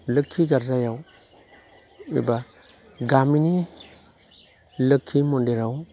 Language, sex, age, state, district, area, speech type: Bodo, male, 45-60, Assam, Chirang, rural, spontaneous